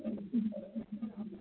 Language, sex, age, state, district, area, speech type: Tamil, female, 18-30, Tamil Nadu, Nilgiris, rural, conversation